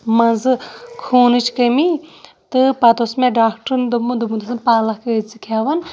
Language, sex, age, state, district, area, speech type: Kashmiri, female, 30-45, Jammu and Kashmir, Shopian, rural, spontaneous